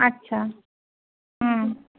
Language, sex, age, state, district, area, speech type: Bengali, female, 60+, West Bengal, Purba Medinipur, rural, conversation